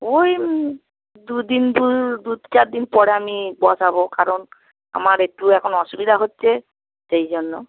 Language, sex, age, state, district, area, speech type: Bengali, female, 45-60, West Bengal, Hooghly, rural, conversation